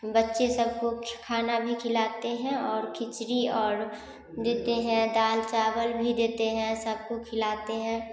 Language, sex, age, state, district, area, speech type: Hindi, female, 18-30, Bihar, Samastipur, rural, spontaneous